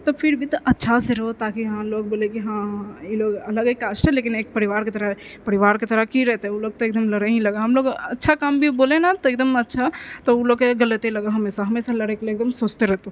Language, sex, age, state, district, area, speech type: Maithili, female, 18-30, Bihar, Purnia, rural, spontaneous